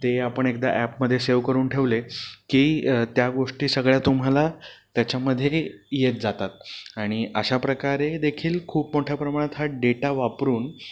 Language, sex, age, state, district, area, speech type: Marathi, male, 30-45, Maharashtra, Pune, urban, spontaneous